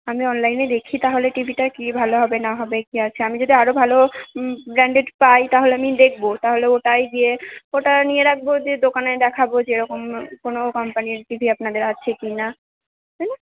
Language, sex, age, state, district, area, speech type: Bengali, female, 60+, West Bengal, Purba Bardhaman, urban, conversation